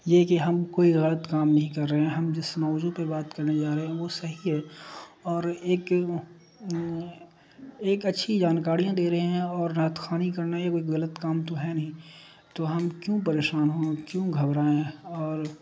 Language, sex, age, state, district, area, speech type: Urdu, male, 45-60, Bihar, Darbhanga, rural, spontaneous